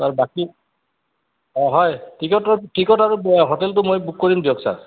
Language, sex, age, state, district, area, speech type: Assamese, male, 60+, Assam, Goalpara, urban, conversation